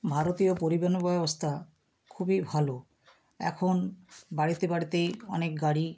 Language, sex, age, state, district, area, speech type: Bengali, female, 60+, West Bengal, Bankura, urban, spontaneous